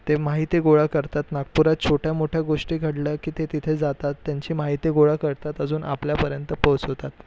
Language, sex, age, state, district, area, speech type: Marathi, male, 18-30, Maharashtra, Nagpur, urban, spontaneous